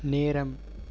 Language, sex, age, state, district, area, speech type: Tamil, male, 18-30, Tamil Nadu, Perambalur, urban, read